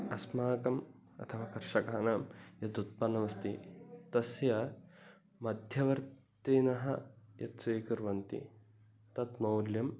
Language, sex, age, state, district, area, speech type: Sanskrit, male, 18-30, Kerala, Kasaragod, rural, spontaneous